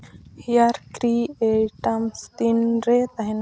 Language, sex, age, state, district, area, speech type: Santali, female, 18-30, Jharkhand, Seraikela Kharsawan, rural, read